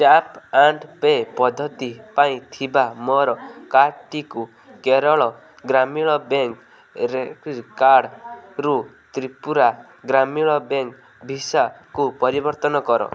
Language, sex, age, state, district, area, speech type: Odia, male, 18-30, Odisha, Balasore, rural, read